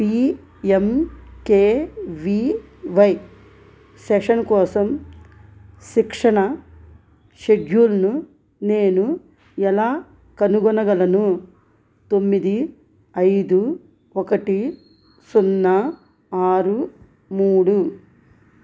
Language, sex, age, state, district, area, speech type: Telugu, female, 45-60, Andhra Pradesh, Krishna, rural, read